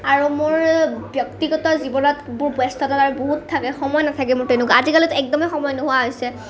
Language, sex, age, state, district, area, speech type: Assamese, female, 18-30, Assam, Nalbari, rural, spontaneous